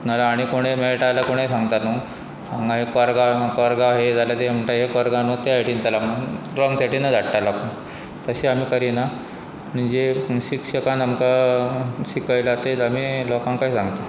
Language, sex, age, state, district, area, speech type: Goan Konkani, male, 45-60, Goa, Pernem, rural, spontaneous